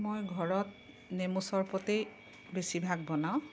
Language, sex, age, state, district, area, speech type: Assamese, female, 45-60, Assam, Darrang, rural, spontaneous